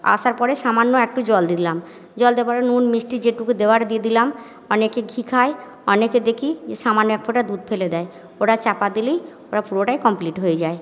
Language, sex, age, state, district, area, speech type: Bengali, female, 60+, West Bengal, Purba Bardhaman, urban, spontaneous